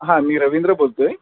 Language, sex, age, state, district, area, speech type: Marathi, male, 45-60, Maharashtra, Thane, rural, conversation